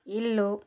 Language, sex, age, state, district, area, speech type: Telugu, female, 30-45, Andhra Pradesh, Sri Balaji, rural, read